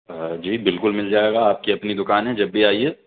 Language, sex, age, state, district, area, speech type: Urdu, male, 18-30, Delhi, North West Delhi, urban, conversation